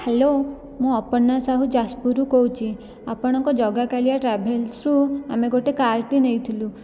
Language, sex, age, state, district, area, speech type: Odia, female, 18-30, Odisha, Jajpur, rural, spontaneous